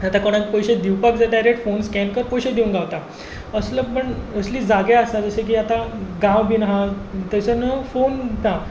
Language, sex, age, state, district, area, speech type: Goan Konkani, male, 18-30, Goa, Tiswadi, rural, spontaneous